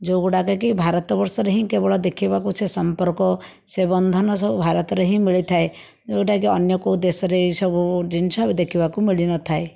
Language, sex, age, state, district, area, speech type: Odia, female, 45-60, Odisha, Jajpur, rural, spontaneous